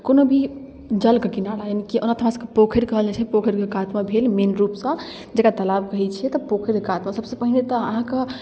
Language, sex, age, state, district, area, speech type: Maithili, female, 18-30, Bihar, Darbhanga, rural, spontaneous